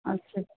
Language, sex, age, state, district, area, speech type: Odia, female, 45-60, Odisha, Sundergarh, rural, conversation